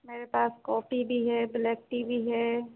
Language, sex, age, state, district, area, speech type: Hindi, female, 18-30, Madhya Pradesh, Hoshangabad, urban, conversation